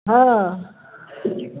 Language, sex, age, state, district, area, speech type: Maithili, female, 45-60, Bihar, Muzaffarpur, rural, conversation